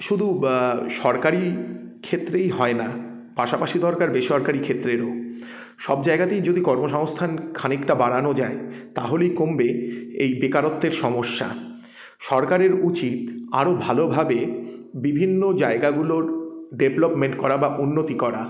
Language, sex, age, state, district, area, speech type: Bengali, male, 30-45, West Bengal, Jalpaiguri, rural, spontaneous